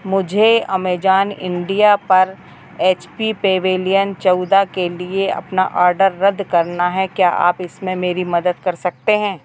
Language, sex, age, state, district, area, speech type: Hindi, female, 45-60, Madhya Pradesh, Narsinghpur, rural, read